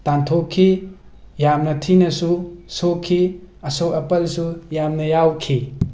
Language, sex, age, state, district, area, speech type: Manipuri, male, 30-45, Manipur, Tengnoupal, urban, spontaneous